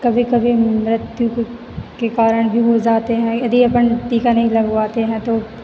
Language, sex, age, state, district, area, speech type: Hindi, female, 18-30, Madhya Pradesh, Hoshangabad, rural, spontaneous